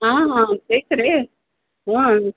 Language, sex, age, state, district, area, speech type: Marathi, female, 60+, Maharashtra, Kolhapur, urban, conversation